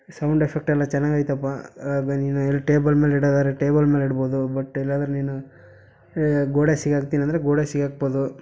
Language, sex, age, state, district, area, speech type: Kannada, male, 18-30, Karnataka, Chitradurga, rural, spontaneous